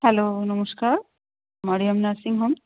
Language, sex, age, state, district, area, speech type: Bengali, female, 30-45, West Bengal, Darjeeling, urban, conversation